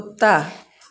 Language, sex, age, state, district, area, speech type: Maithili, female, 60+, Bihar, Samastipur, rural, read